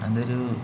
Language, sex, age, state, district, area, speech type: Malayalam, male, 45-60, Kerala, Palakkad, urban, spontaneous